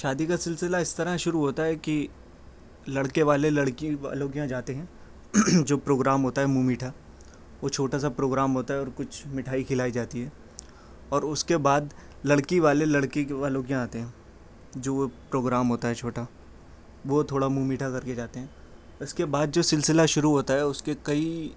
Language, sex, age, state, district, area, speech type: Urdu, male, 18-30, Delhi, Central Delhi, urban, spontaneous